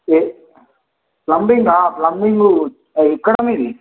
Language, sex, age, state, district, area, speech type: Telugu, male, 18-30, Telangana, Kamareddy, urban, conversation